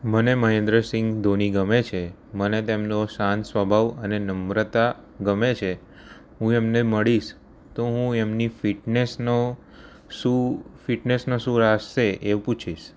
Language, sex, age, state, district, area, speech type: Gujarati, male, 18-30, Gujarat, Kheda, rural, spontaneous